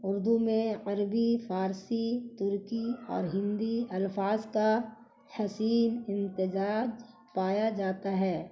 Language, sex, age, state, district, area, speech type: Urdu, female, 30-45, Bihar, Gaya, urban, spontaneous